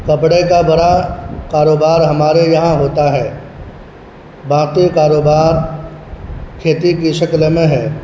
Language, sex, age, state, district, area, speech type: Urdu, male, 18-30, Bihar, Purnia, rural, spontaneous